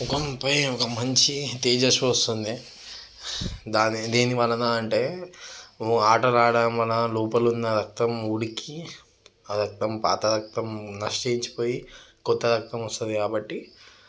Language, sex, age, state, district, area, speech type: Telugu, male, 30-45, Telangana, Vikarabad, urban, spontaneous